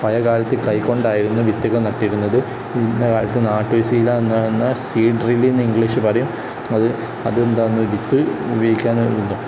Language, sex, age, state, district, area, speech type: Malayalam, male, 18-30, Kerala, Kozhikode, rural, spontaneous